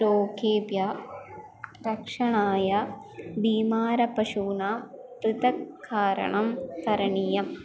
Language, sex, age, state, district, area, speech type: Sanskrit, female, 18-30, Kerala, Thrissur, urban, spontaneous